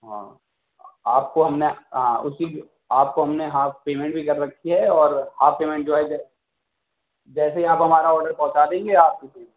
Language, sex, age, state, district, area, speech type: Urdu, male, 30-45, Delhi, South Delhi, rural, conversation